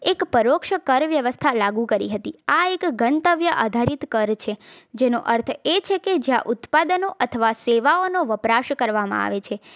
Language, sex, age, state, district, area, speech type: Gujarati, female, 18-30, Gujarat, Valsad, rural, spontaneous